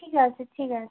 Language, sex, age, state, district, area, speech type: Bengali, female, 30-45, West Bengal, North 24 Parganas, urban, conversation